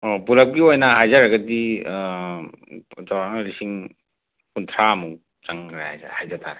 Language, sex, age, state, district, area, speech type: Manipuri, male, 45-60, Manipur, Imphal West, urban, conversation